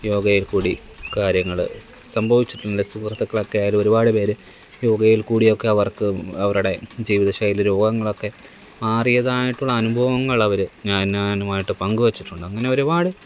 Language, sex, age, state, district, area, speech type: Malayalam, male, 18-30, Kerala, Kollam, rural, spontaneous